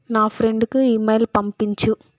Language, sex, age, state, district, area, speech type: Telugu, female, 30-45, Andhra Pradesh, Chittoor, urban, read